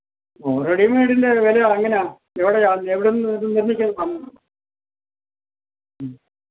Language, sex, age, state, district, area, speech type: Malayalam, male, 60+, Kerala, Alappuzha, rural, conversation